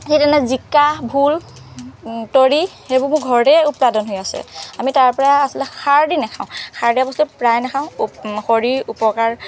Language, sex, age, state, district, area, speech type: Assamese, female, 30-45, Assam, Golaghat, urban, spontaneous